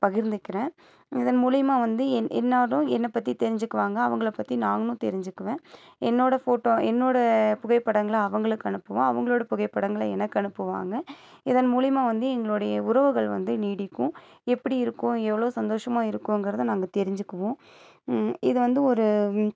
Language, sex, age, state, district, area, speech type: Tamil, female, 30-45, Tamil Nadu, Nilgiris, urban, spontaneous